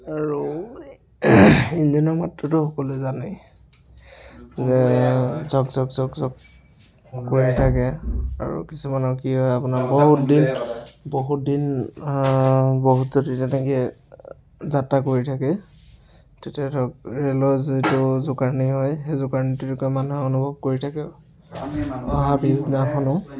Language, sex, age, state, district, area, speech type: Assamese, male, 30-45, Assam, Dhemaji, rural, spontaneous